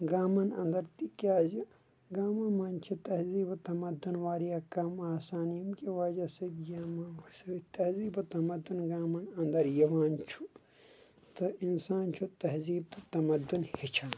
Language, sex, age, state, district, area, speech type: Kashmiri, male, 30-45, Jammu and Kashmir, Kulgam, rural, spontaneous